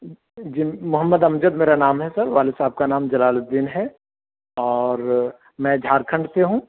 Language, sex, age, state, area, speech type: Urdu, male, 30-45, Jharkhand, urban, conversation